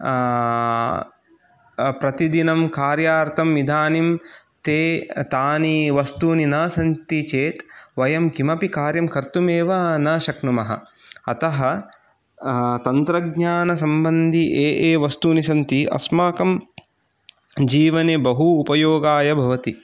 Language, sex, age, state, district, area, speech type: Sanskrit, male, 30-45, Karnataka, Udupi, urban, spontaneous